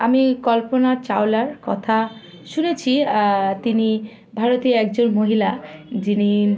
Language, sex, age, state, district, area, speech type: Bengali, female, 18-30, West Bengal, Malda, rural, spontaneous